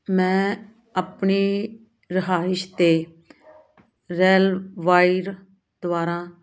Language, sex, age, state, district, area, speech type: Punjabi, female, 30-45, Punjab, Muktsar, urban, read